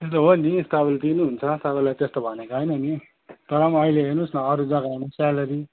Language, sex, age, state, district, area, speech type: Nepali, male, 18-30, West Bengal, Kalimpong, rural, conversation